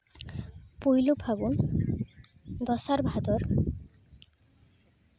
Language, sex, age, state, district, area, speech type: Santali, female, 18-30, West Bengal, Uttar Dinajpur, rural, spontaneous